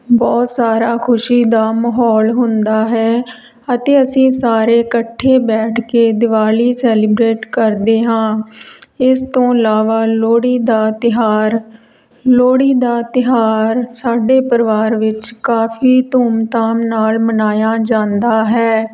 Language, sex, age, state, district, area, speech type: Punjabi, female, 30-45, Punjab, Tarn Taran, rural, spontaneous